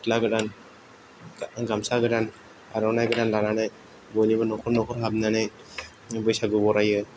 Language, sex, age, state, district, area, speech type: Bodo, male, 18-30, Assam, Kokrajhar, rural, spontaneous